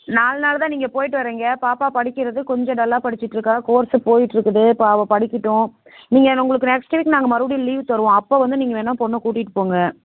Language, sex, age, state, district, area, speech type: Tamil, female, 30-45, Tamil Nadu, Namakkal, rural, conversation